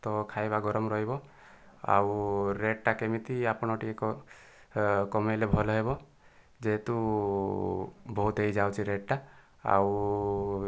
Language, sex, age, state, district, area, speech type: Odia, male, 18-30, Odisha, Kandhamal, rural, spontaneous